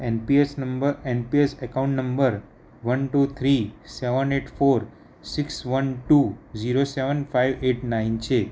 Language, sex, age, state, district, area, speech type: Gujarati, male, 18-30, Gujarat, Kheda, rural, spontaneous